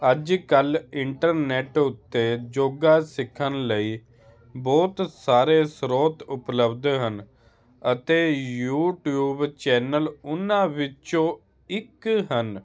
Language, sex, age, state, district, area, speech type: Punjabi, male, 30-45, Punjab, Hoshiarpur, urban, spontaneous